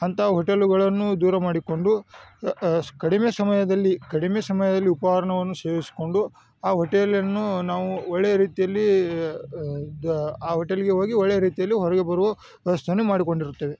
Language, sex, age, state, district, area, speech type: Kannada, male, 18-30, Karnataka, Chikkamagaluru, rural, spontaneous